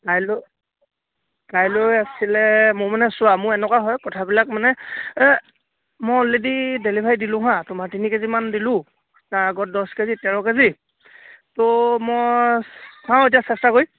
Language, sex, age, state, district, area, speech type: Assamese, male, 18-30, Assam, Sivasagar, rural, conversation